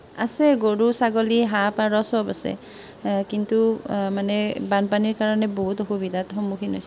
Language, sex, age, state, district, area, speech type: Assamese, female, 30-45, Assam, Nalbari, rural, spontaneous